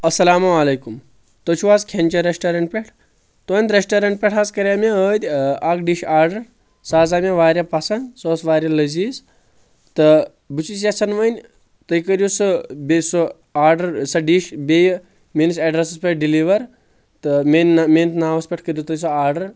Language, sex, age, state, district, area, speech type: Kashmiri, male, 18-30, Jammu and Kashmir, Anantnag, rural, spontaneous